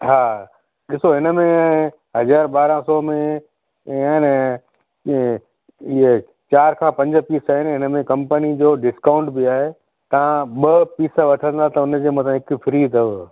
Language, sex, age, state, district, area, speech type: Sindhi, male, 45-60, Gujarat, Kutch, rural, conversation